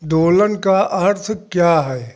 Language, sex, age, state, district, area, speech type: Hindi, male, 60+, Uttar Pradesh, Jaunpur, rural, read